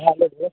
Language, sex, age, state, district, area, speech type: Marathi, male, 18-30, Maharashtra, Thane, urban, conversation